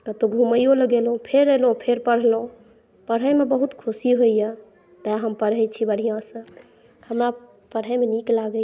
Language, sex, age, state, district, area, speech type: Maithili, female, 30-45, Bihar, Saharsa, rural, spontaneous